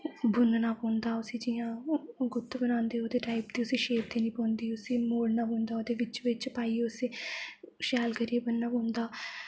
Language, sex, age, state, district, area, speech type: Dogri, female, 18-30, Jammu and Kashmir, Jammu, rural, spontaneous